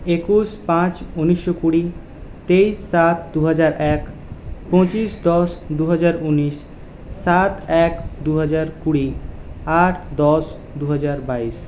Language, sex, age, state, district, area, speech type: Bengali, male, 30-45, West Bengal, Purulia, urban, spontaneous